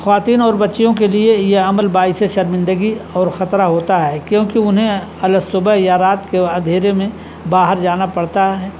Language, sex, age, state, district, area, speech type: Urdu, male, 60+, Uttar Pradesh, Azamgarh, rural, spontaneous